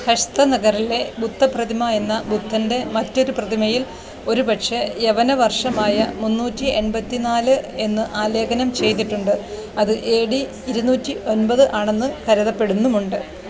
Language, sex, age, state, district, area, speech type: Malayalam, female, 45-60, Kerala, Alappuzha, rural, read